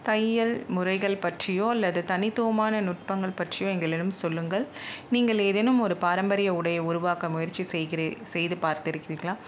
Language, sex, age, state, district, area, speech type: Tamil, female, 45-60, Tamil Nadu, Chennai, urban, spontaneous